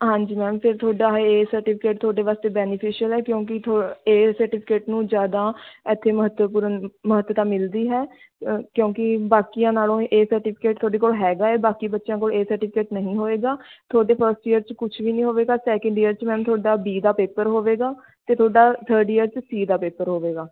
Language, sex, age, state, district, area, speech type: Punjabi, female, 18-30, Punjab, Mohali, rural, conversation